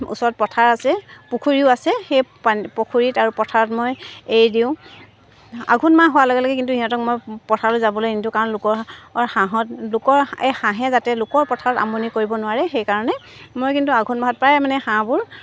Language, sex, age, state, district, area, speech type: Assamese, female, 45-60, Assam, Dibrugarh, rural, spontaneous